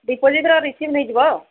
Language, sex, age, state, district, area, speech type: Odia, female, 45-60, Odisha, Sambalpur, rural, conversation